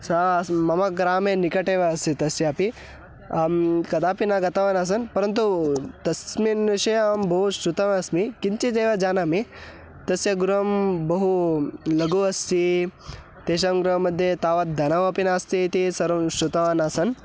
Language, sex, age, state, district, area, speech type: Sanskrit, male, 18-30, Karnataka, Hassan, rural, spontaneous